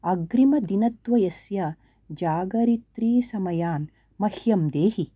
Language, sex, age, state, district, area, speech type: Sanskrit, female, 45-60, Karnataka, Mysore, urban, read